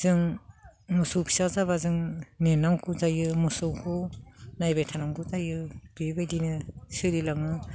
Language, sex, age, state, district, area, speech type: Bodo, female, 45-60, Assam, Udalguri, rural, spontaneous